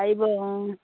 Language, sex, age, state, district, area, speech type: Assamese, female, 30-45, Assam, Dhemaji, rural, conversation